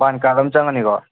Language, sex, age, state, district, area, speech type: Manipuri, male, 18-30, Manipur, Kangpokpi, urban, conversation